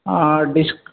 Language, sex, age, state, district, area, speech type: Kannada, male, 60+, Karnataka, Koppal, rural, conversation